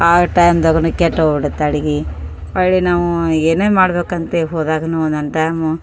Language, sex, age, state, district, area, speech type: Kannada, female, 30-45, Karnataka, Koppal, urban, spontaneous